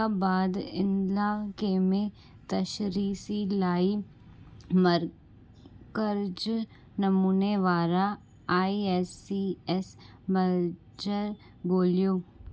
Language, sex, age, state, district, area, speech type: Sindhi, female, 18-30, Gujarat, Surat, urban, read